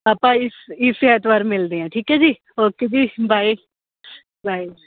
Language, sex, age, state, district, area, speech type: Punjabi, female, 30-45, Punjab, Kapurthala, urban, conversation